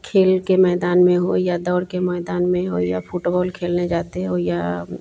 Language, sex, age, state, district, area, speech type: Hindi, female, 45-60, Bihar, Vaishali, urban, spontaneous